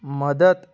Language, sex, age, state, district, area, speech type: Kashmiri, male, 30-45, Jammu and Kashmir, Anantnag, rural, read